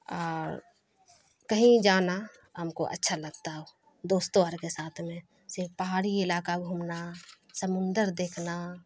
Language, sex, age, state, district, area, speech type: Urdu, female, 30-45, Bihar, Khagaria, rural, spontaneous